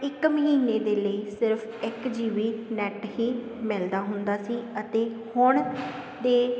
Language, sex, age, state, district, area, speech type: Punjabi, female, 30-45, Punjab, Sangrur, rural, spontaneous